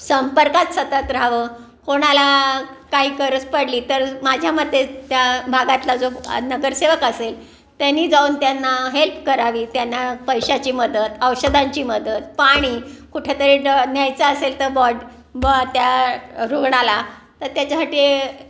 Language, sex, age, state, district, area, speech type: Marathi, female, 60+, Maharashtra, Pune, urban, spontaneous